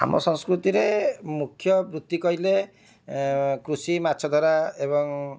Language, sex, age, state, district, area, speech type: Odia, male, 45-60, Odisha, Cuttack, urban, spontaneous